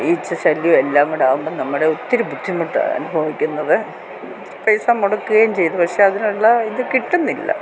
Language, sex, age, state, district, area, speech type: Malayalam, female, 60+, Kerala, Kottayam, urban, spontaneous